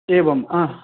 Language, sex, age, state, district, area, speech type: Sanskrit, male, 45-60, Karnataka, Vijayapura, urban, conversation